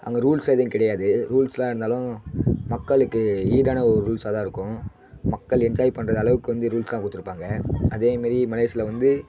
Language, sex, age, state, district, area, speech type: Tamil, male, 18-30, Tamil Nadu, Tiruvannamalai, urban, spontaneous